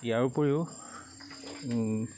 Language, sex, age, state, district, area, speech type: Assamese, male, 30-45, Assam, Lakhimpur, rural, spontaneous